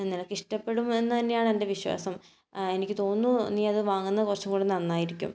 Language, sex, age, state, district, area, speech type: Malayalam, female, 18-30, Kerala, Kannur, rural, spontaneous